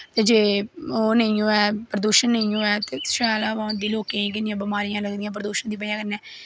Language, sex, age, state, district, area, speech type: Dogri, female, 18-30, Jammu and Kashmir, Kathua, rural, spontaneous